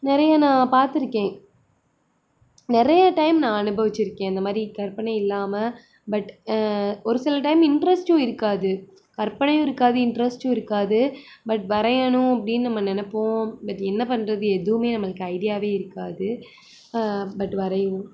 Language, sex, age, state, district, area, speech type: Tamil, female, 18-30, Tamil Nadu, Madurai, rural, spontaneous